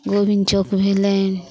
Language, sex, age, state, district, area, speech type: Maithili, female, 45-60, Bihar, Muzaffarpur, rural, spontaneous